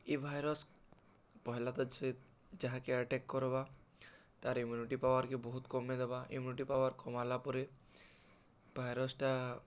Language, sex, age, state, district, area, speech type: Odia, male, 18-30, Odisha, Balangir, urban, spontaneous